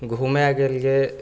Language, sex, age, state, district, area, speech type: Maithili, male, 18-30, Bihar, Begusarai, rural, spontaneous